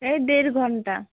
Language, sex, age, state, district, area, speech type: Bengali, female, 18-30, West Bengal, Alipurduar, rural, conversation